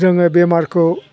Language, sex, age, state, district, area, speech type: Bodo, male, 60+, Assam, Chirang, rural, spontaneous